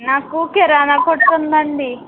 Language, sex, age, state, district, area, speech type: Telugu, female, 18-30, Andhra Pradesh, West Godavari, rural, conversation